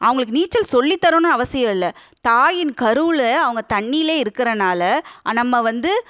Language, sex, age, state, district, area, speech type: Tamil, female, 30-45, Tamil Nadu, Madurai, urban, spontaneous